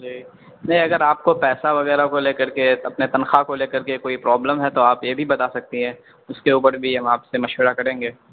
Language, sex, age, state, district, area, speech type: Urdu, male, 18-30, Bihar, Darbhanga, urban, conversation